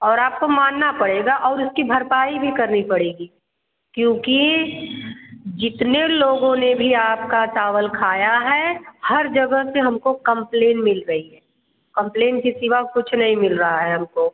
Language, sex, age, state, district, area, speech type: Hindi, female, 30-45, Uttar Pradesh, Mirzapur, rural, conversation